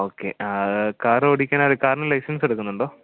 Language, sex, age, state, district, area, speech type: Malayalam, male, 18-30, Kerala, Pathanamthitta, rural, conversation